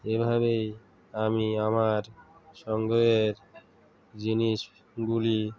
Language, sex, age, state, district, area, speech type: Bengali, male, 45-60, West Bengal, Uttar Dinajpur, urban, spontaneous